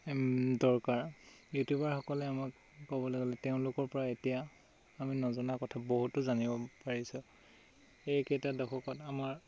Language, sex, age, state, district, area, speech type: Assamese, male, 18-30, Assam, Tinsukia, urban, spontaneous